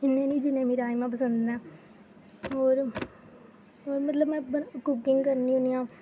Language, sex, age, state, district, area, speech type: Dogri, female, 18-30, Jammu and Kashmir, Jammu, rural, spontaneous